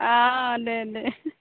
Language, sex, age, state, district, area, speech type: Assamese, female, 45-60, Assam, Goalpara, urban, conversation